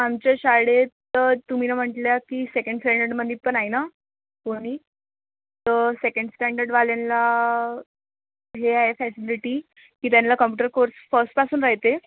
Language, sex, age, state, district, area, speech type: Marathi, female, 18-30, Maharashtra, Nagpur, urban, conversation